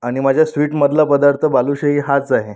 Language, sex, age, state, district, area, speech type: Marathi, female, 18-30, Maharashtra, Amravati, rural, spontaneous